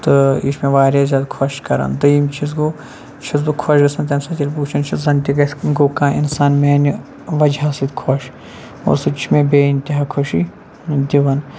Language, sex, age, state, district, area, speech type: Kashmiri, male, 45-60, Jammu and Kashmir, Shopian, urban, spontaneous